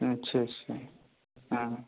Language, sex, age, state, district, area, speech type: Hindi, male, 30-45, Uttar Pradesh, Azamgarh, rural, conversation